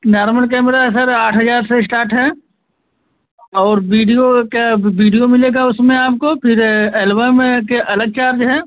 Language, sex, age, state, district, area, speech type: Hindi, male, 18-30, Uttar Pradesh, Azamgarh, rural, conversation